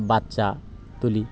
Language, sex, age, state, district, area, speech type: Bengali, male, 30-45, West Bengal, Birbhum, urban, spontaneous